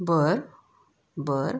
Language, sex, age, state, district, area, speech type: Marathi, female, 60+, Maharashtra, Pune, urban, spontaneous